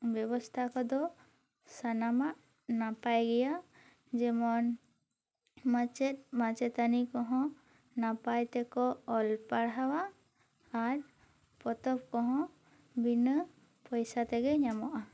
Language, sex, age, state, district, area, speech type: Santali, female, 18-30, West Bengal, Bankura, rural, spontaneous